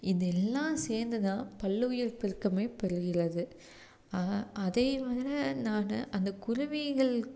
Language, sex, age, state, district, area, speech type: Tamil, female, 30-45, Tamil Nadu, Tiruppur, urban, spontaneous